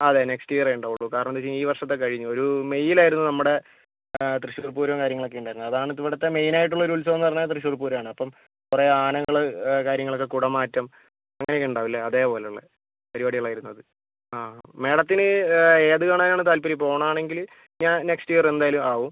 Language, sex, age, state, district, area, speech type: Malayalam, male, 60+, Kerala, Kozhikode, urban, conversation